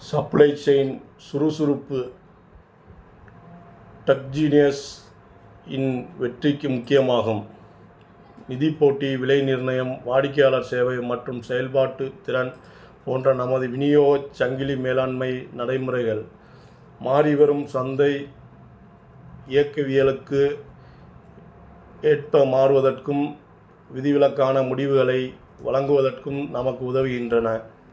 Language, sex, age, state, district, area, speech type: Tamil, male, 45-60, Tamil Nadu, Tiruchirappalli, rural, read